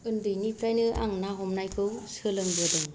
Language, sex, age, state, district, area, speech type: Bodo, female, 30-45, Assam, Kokrajhar, rural, spontaneous